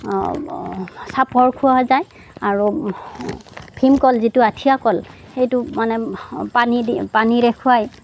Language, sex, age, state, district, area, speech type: Assamese, female, 60+, Assam, Darrang, rural, spontaneous